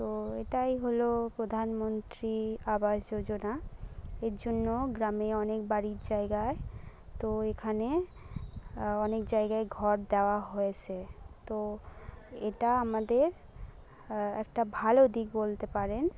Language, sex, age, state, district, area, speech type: Bengali, female, 30-45, West Bengal, Jhargram, rural, spontaneous